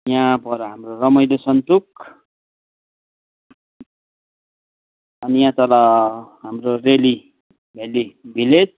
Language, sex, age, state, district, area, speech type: Nepali, male, 45-60, West Bengal, Kalimpong, rural, conversation